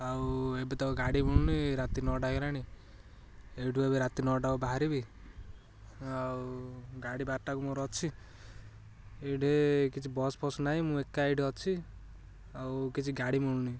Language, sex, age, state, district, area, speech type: Odia, male, 18-30, Odisha, Ganjam, urban, spontaneous